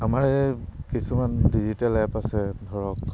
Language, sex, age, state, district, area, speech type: Assamese, male, 30-45, Assam, Charaideo, urban, spontaneous